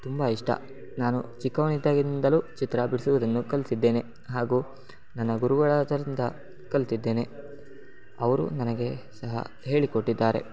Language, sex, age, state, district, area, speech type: Kannada, male, 18-30, Karnataka, Shimoga, rural, spontaneous